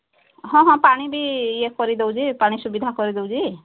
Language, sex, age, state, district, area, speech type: Odia, female, 45-60, Odisha, Sambalpur, rural, conversation